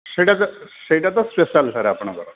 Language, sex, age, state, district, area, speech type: Odia, male, 60+, Odisha, Kendrapara, urban, conversation